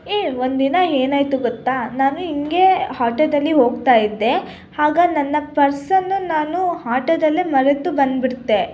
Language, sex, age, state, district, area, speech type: Kannada, female, 18-30, Karnataka, Chitradurga, urban, spontaneous